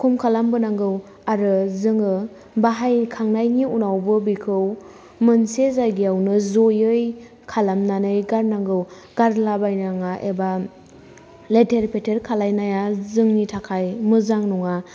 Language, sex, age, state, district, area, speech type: Bodo, female, 18-30, Assam, Kokrajhar, rural, spontaneous